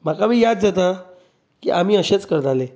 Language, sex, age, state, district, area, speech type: Goan Konkani, male, 30-45, Goa, Bardez, urban, spontaneous